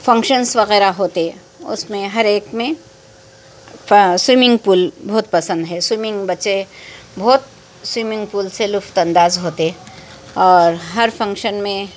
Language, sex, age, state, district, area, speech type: Urdu, female, 60+, Telangana, Hyderabad, urban, spontaneous